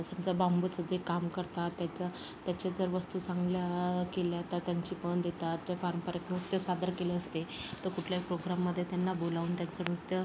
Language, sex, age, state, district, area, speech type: Marathi, female, 60+, Maharashtra, Yavatmal, rural, spontaneous